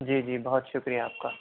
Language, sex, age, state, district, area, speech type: Urdu, male, 18-30, Delhi, Central Delhi, urban, conversation